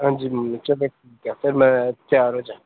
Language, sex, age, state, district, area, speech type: Punjabi, male, 18-30, Punjab, Pathankot, urban, conversation